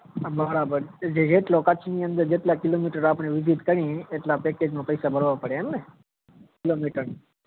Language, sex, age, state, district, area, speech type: Gujarati, male, 18-30, Gujarat, Kutch, rural, conversation